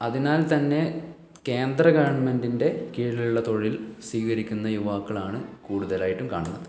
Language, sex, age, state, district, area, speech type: Malayalam, male, 18-30, Kerala, Kannur, rural, spontaneous